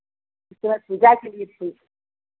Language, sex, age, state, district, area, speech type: Hindi, female, 60+, Uttar Pradesh, Chandauli, rural, conversation